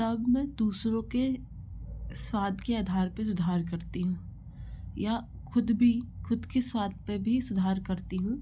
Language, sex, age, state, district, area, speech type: Hindi, female, 45-60, Madhya Pradesh, Bhopal, urban, spontaneous